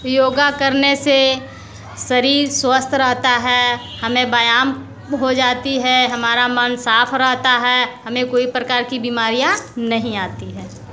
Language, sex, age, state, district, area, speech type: Hindi, female, 30-45, Uttar Pradesh, Mirzapur, rural, spontaneous